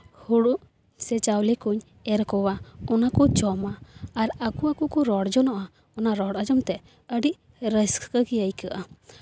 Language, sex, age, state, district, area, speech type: Santali, female, 18-30, West Bengal, Paschim Bardhaman, rural, spontaneous